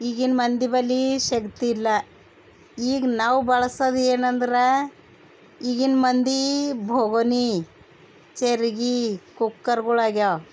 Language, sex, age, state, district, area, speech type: Kannada, female, 45-60, Karnataka, Bidar, urban, spontaneous